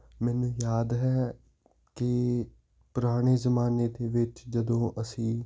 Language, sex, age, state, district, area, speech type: Punjabi, male, 18-30, Punjab, Hoshiarpur, urban, spontaneous